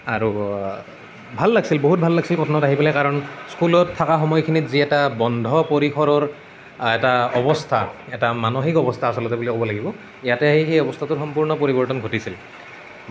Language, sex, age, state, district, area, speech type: Assamese, male, 18-30, Assam, Nalbari, rural, spontaneous